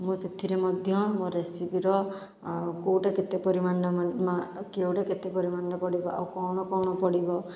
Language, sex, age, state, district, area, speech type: Odia, female, 18-30, Odisha, Khordha, rural, spontaneous